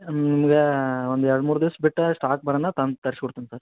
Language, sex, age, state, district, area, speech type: Kannada, male, 45-60, Karnataka, Belgaum, rural, conversation